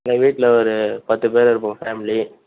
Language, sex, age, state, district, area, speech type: Tamil, male, 18-30, Tamil Nadu, Vellore, urban, conversation